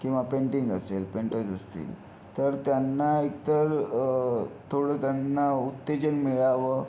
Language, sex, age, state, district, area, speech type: Marathi, male, 30-45, Maharashtra, Yavatmal, urban, spontaneous